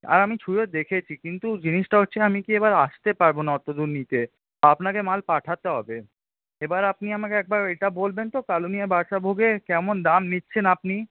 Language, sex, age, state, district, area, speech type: Bengali, male, 18-30, West Bengal, Paschim Bardhaman, urban, conversation